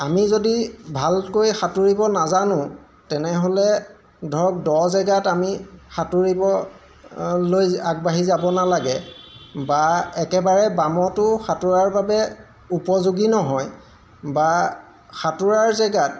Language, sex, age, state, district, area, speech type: Assamese, male, 45-60, Assam, Golaghat, urban, spontaneous